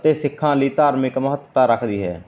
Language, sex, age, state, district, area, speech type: Punjabi, male, 30-45, Punjab, Mansa, rural, spontaneous